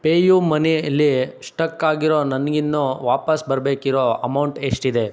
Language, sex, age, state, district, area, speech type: Kannada, male, 60+, Karnataka, Chikkaballapur, rural, read